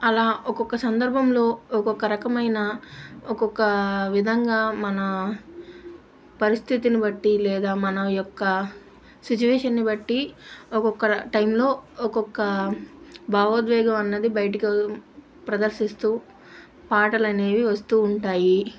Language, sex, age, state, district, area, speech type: Telugu, female, 30-45, Andhra Pradesh, Nellore, urban, spontaneous